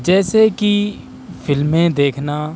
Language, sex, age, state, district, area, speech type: Urdu, male, 18-30, Delhi, South Delhi, urban, spontaneous